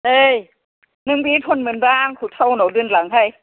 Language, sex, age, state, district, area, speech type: Bodo, female, 60+, Assam, Kokrajhar, rural, conversation